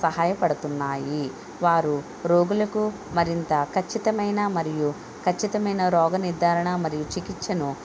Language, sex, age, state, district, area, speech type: Telugu, female, 45-60, Andhra Pradesh, Konaseema, rural, spontaneous